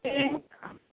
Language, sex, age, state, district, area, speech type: Marathi, female, 30-45, Maharashtra, Sindhudurg, rural, conversation